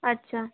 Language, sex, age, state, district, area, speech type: Bengali, female, 18-30, West Bengal, Paschim Bardhaman, urban, conversation